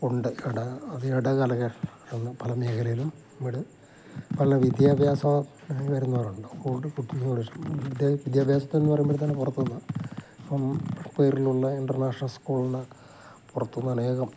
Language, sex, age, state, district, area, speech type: Malayalam, male, 60+, Kerala, Idukki, rural, spontaneous